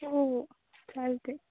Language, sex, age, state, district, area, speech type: Marathi, female, 18-30, Maharashtra, Nanded, rural, conversation